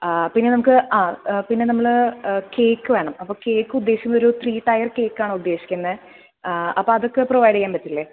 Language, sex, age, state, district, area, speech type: Malayalam, female, 18-30, Kerala, Thrissur, rural, conversation